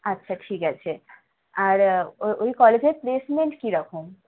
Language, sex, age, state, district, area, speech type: Bengali, female, 18-30, West Bengal, Howrah, urban, conversation